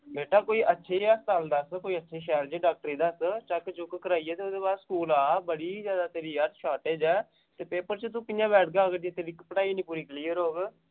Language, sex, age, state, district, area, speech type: Dogri, male, 18-30, Jammu and Kashmir, Samba, rural, conversation